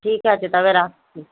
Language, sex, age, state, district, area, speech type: Bengali, female, 45-60, West Bengal, Dakshin Dinajpur, rural, conversation